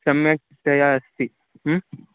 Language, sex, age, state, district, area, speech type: Sanskrit, male, 18-30, Karnataka, Chikkamagaluru, rural, conversation